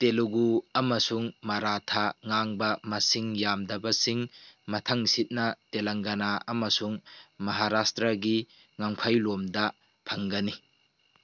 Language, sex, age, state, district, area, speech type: Manipuri, male, 18-30, Manipur, Tengnoupal, rural, read